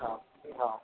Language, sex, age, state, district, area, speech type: Marathi, male, 45-60, Maharashtra, Akola, rural, conversation